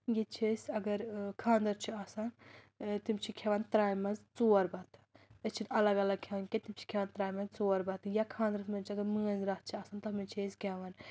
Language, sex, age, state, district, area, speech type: Kashmiri, female, 18-30, Jammu and Kashmir, Anantnag, rural, spontaneous